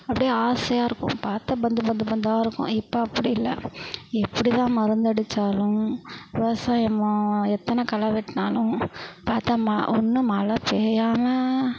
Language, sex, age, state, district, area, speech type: Tamil, female, 45-60, Tamil Nadu, Perambalur, urban, spontaneous